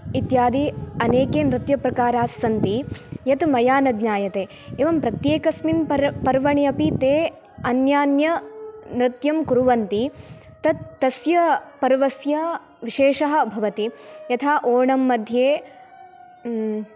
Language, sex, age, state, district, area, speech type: Sanskrit, female, 18-30, Kerala, Kasaragod, rural, spontaneous